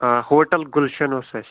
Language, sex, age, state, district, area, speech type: Kashmiri, male, 30-45, Jammu and Kashmir, Shopian, urban, conversation